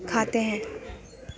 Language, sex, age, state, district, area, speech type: Urdu, female, 18-30, Bihar, Supaul, rural, spontaneous